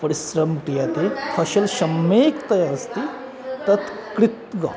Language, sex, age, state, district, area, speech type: Sanskrit, male, 30-45, West Bengal, North 24 Parganas, urban, spontaneous